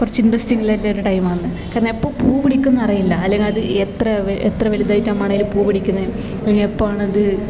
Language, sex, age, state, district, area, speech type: Malayalam, female, 18-30, Kerala, Kasaragod, rural, spontaneous